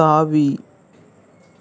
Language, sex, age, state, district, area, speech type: Tamil, female, 30-45, Tamil Nadu, Ariyalur, rural, read